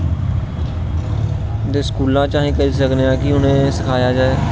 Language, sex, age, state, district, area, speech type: Dogri, male, 30-45, Jammu and Kashmir, Jammu, rural, spontaneous